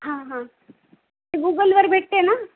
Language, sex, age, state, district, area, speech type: Marathi, female, 45-60, Maharashtra, Nanded, urban, conversation